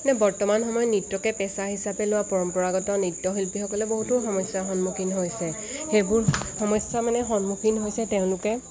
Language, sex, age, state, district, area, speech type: Assamese, female, 18-30, Assam, Lakhimpur, rural, spontaneous